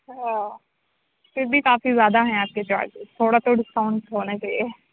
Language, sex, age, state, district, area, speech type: Urdu, female, 18-30, Uttar Pradesh, Aligarh, urban, conversation